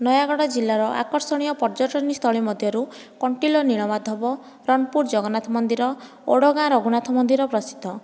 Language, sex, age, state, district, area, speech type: Odia, female, 18-30, Odisha, Nayagarh, rural, spontaneous